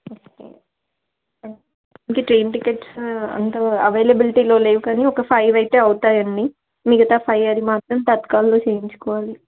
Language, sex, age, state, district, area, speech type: Telugu, female, 18-30, Telangana, Warangal, rural, conversation